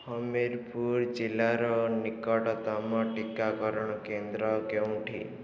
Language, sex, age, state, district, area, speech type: Odia, male, 18-30, Odisha, Ganjam, urban, read